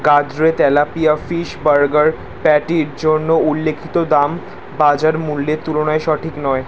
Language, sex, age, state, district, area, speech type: Bengali, male, 18-30, West Bengal, Kolkata, urban, read